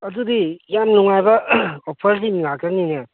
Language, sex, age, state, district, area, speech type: Manipuri, male, 30-45, Manipur, Kangpokpi, urban, conversation